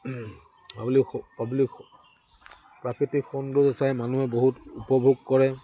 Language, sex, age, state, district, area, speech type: Assamese, male, 60+, Assam, Udalguri, rural, spontaneous